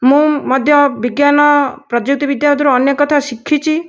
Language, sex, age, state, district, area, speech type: Odia, female, 60+, Odisha, Nayagarh, rural, spontaneous